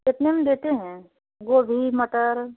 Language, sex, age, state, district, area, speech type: Hindi, female, 45-60, Uttar Pradesh, Prayagraj, rural, conversation